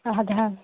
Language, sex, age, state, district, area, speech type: Kashmiri, female, 18-30, Jammu and Kashmir, Pulwama, urban, conversation